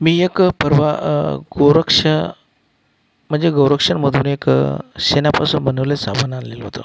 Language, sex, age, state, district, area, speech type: Marathi, male, 45-60, Maharashtra, Akola, rural, spontaneous